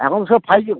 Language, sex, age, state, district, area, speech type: Bengali, male, 60+, West Bengal, Howrah, urban, conversation